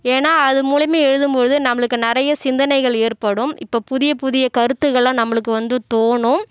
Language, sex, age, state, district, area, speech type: Tamil, female, 45-60, Tamil Nadu, Cuddalore, rural, spontaneous